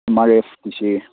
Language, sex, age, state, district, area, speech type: Manipuri, male, 18-30, Manipur, Churachandpur, rural, conversation